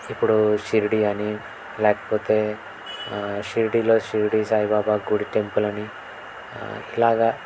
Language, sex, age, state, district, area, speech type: Telugu, male, 18-30, Andhra Pradesh, N T Rama Rao, urban, spontaneous